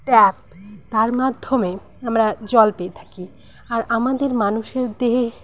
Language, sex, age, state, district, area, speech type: Bengali, female, 30-45, West Bengal, Paschim Medinipur, rural, spontaneous